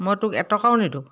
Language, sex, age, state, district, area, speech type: Assamese, female, 60+, Assam, Dhemaji, rural, spontaneous